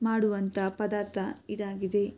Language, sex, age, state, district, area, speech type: Kannada, female, 18-30, Karnataka, Shimoga, rural, spontaneous